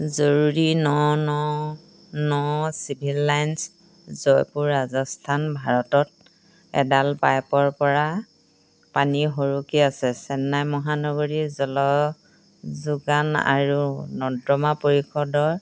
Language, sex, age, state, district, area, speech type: Assamese, female, 60+, Assam, Dhemaji, rural, read